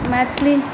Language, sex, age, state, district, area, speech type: Maithili, female, 18-30, Bihar, Saharsa, rural, spontaneous